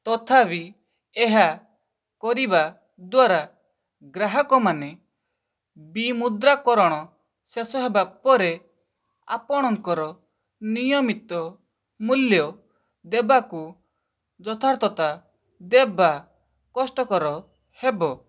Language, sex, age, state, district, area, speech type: Odia, male, 18-30, Odisha, Balasore, rural, read